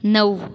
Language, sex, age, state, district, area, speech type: Marathi, female, 30-45, Maharashtra, Buldhana, rural, read